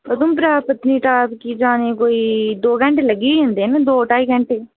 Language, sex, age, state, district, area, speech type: Dogri, female, 30-45, Jammu and Kashmir, Udhampur, urban, conversation